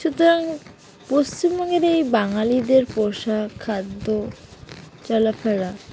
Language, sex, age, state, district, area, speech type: Bengali, female, 18-30, West Bengal, Dakshin Dinajpur, urban, spontaneous